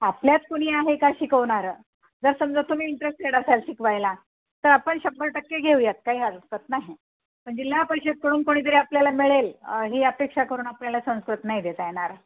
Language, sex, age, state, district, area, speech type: Marathi, female, 45-60, Maharashtra, Nanded, rural, conversation